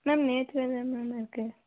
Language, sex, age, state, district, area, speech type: Tamil, female, 18-30, Tamil Nadu, Namakkal, rural, conversation